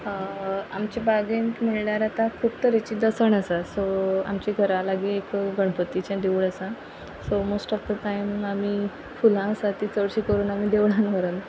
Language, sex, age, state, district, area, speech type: Goan Konkani, female, 30-45, Goa, Quepem, rural, spontaneous